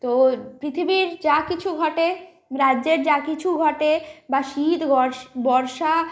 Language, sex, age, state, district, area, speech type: Bengali, female, 45-60, West Bengal, Bankura, urban, spontaneous